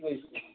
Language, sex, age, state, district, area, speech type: Assamese, female, 30-45, Assam, Dibrugarh, rural, conversation